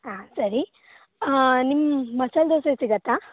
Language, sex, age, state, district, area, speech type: Kannada, female, 18-30, Karnataka, Shimoga, rural, conversation